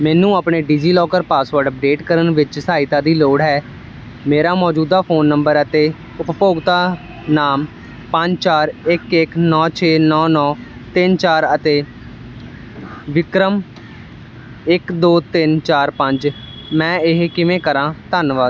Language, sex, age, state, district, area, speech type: Punjabi, male, 18-30, Punjab, Ludhiana, rural, read